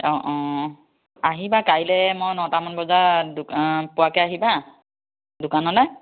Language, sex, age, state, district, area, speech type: Assamese, female, 30-45, Assam, Biswanath, rural, conversation